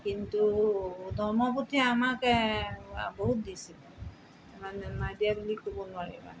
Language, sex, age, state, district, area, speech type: Assamese, female, 60+, Assam, Tinsukia, rural, spontaneous